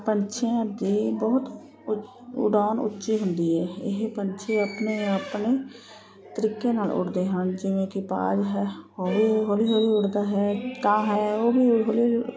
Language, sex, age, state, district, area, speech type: Punjabi, female, 30-45, Punjab, Ludhiana, urban, spontaneous